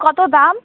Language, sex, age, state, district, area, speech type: Bengali, female, 18-30, West Bengal, Uttar Dinajpur, rural, conversation